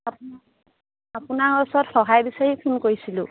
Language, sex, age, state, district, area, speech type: Assamese, female, 45-60, Assam, Dibrugarh, rural, conversation